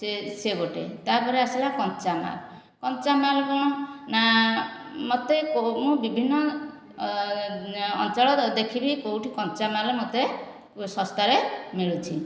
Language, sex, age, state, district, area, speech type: Odia, female, 60+, Odisha, Khordha, rural, spontaneous